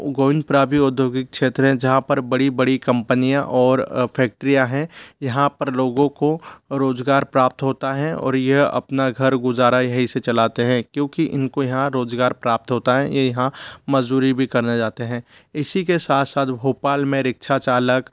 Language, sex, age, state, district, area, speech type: Hindi, male, 60+, Madhya Pradesh, Bhopal, urban, spontaneous